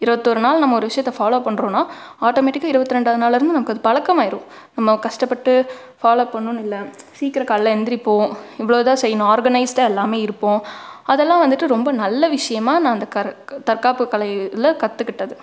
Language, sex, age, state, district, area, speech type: Tamil, female, 18-30, Tamil Nadu, Tiruppur, urban, spontaneous